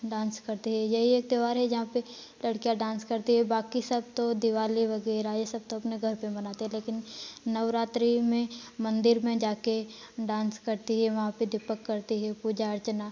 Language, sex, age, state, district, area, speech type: Hindi, female, 18-30, Madhya Pradesh, Ujjain, rural, spontaneous